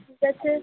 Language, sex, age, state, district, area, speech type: Bengali, female, 30-45, West Bengal, Uttar Dinajpur, urban, conversation